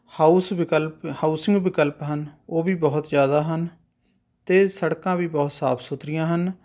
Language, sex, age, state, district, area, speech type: Punjabi, male, 30-45, Punjab, Rupnagar, urban, spontaneous